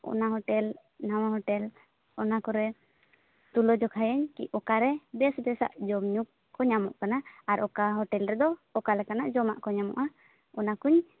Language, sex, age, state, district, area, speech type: Santali, female, 18-30, Jharkhand, Seraikela Kharsawan, rural, conversation